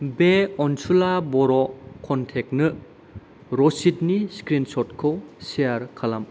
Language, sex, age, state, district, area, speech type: Bodo, male, 30-45, Assam, Kokrajhar, rural, read